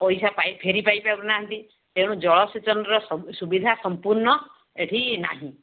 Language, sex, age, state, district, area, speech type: Odia, female, 45-60, Odisha, Balasore, rural, conversation